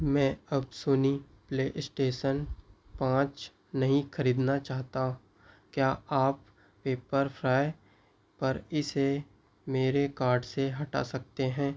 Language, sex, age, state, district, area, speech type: Hindi, male, 18-30, Madhya Pradesh, Seoni, rural, read